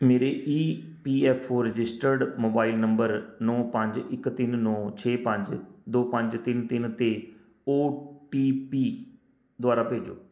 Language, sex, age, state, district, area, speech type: Punjabi, male, 45-60, Punjab, Patiala, urban, read